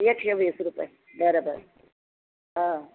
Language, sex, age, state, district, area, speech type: Marathi, female, 60+, Maharashtra, Nanded, urban, conversation